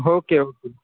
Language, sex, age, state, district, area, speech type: Marathi, male, 18-30, Maharashtra, Washim, rural, conversation